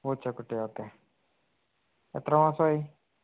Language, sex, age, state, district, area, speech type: Malayalam, male, 45-60, Kerala, Wayanad, rural, conversation